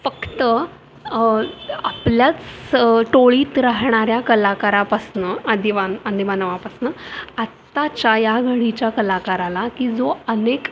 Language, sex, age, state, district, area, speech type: Marathi, female, 30-45, Maharashtra, Pune, urban, spontaneous